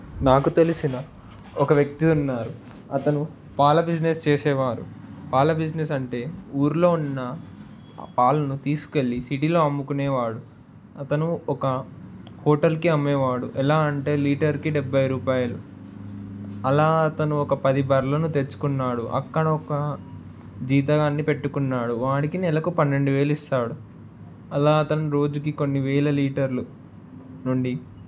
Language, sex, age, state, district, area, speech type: Telugu, male, 30-45, Telangana, Ranga Reddy, urban, spontaneous